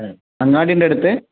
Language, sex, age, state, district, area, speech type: Malayalam, male, 18-30, Kerala, Malappuram, rural, conversation